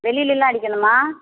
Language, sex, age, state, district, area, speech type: Tamil, female, 45-60, Tamil Nadu, Theni, rural, conversation